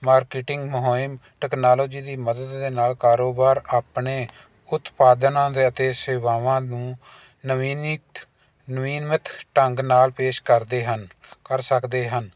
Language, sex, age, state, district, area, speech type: Punjabi, male, 45-60, Punjab, Jalandhar, urban, spontaneous